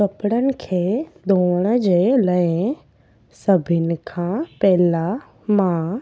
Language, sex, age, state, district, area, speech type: Sindhi, female, 18-30, Gujarat, Junagadh, urban, spontaneous